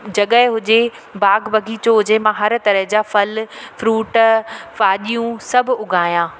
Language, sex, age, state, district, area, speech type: Sindhi, female, 30-45, Madhya Pradesh, Katni, urban, spontaneous